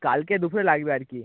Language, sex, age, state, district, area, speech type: Bengali, male, 30-45, West Bengal, Nadia, rural, conversation